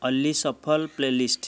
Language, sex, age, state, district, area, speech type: Odia, male, 30-45, Odisha, Dhenkanal, rural, read